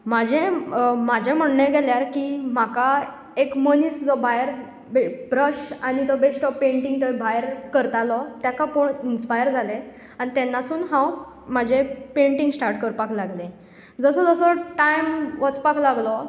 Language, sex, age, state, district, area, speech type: Goan Konkani, female, 18-30, Goa, Tiswadi, rural, spontaneous